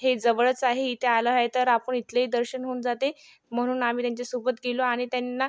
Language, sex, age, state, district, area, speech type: Marathi, female, 18-30, Maharashtra, Yavatmal, rural, spontaneous